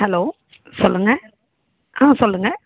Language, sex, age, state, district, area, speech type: Tamil, female, 30-45, Tamil Nadu, Chennai, urban, conversation